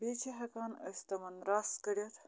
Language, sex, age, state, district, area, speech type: Kashmiri, female, 45-60, Jammu and Kashmir, Budgam, rural, spontaneous